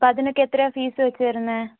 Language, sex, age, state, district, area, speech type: Malayalam, female, 18-30, Kerala, Wayanad, rural, conversation